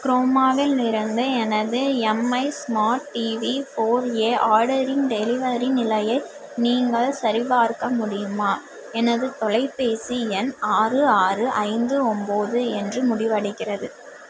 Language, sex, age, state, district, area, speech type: Tamil, female, 30-45, Tamil Nadu, Madurai, urban, read